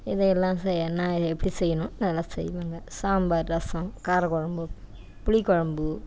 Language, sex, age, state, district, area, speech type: Tamil, female, 60+, Tamil Nadu, Namakkal, rural, spontaneous